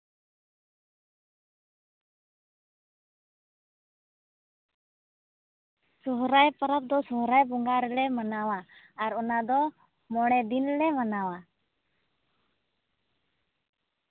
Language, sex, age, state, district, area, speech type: Santali, female, 18-30, Jharkhand, Seraikela Kharsawan, rural, conversation